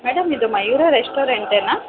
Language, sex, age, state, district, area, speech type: Kannada, female, 18-30, Karnataka, Chamarajanagar, rural, conversation